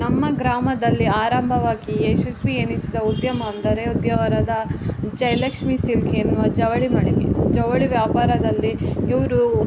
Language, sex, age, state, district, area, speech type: Kannada, female, 30-45, Karnataka, Udupi, rural, spontaneous